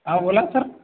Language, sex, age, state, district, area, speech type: Marathi, male, 18-30, Maharashtra, Buldhana, urban, conversation